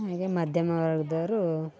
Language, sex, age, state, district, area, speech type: Kannada, female, 18-30, Karnataka, Vijayanagara, rural, spontaneous